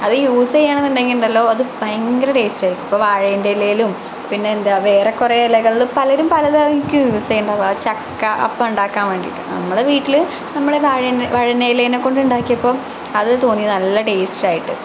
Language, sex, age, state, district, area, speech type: Malayalam, female, 18-30, Kerala, Malappuram, rural, spontaneous